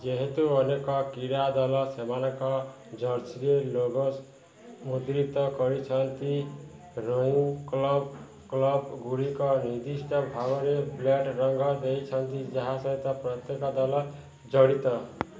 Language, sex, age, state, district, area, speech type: Odia, male, 30-45, Odisha, Balangir, urban, read